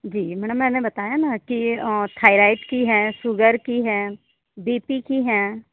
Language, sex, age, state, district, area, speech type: Hindi, female, 30-45, Madhya Pradesh, Katni, urban, conversation